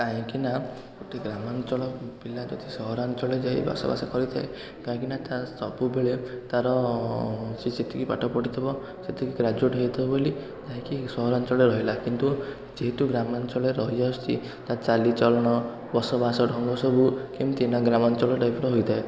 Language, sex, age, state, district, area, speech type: Odia, male, 18-30, Odisha, Puri, urban, spontaneous